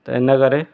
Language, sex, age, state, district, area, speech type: Sindhi, male, 30-45, Gujarat, Surat, urban, spontaneous